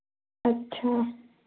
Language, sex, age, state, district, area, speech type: Dogri, female, 18-30, Jammu and Kashmir, Samba, urban, conversation